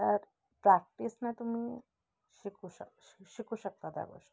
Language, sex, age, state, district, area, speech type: Marathi, female, 18-30, Maharashtra, Nashik, urban, spontaneous